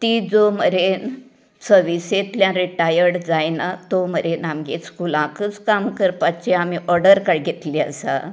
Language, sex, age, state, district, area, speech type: Goan Konkani, female, 60+, Goa, Canacona, rural, spontaneous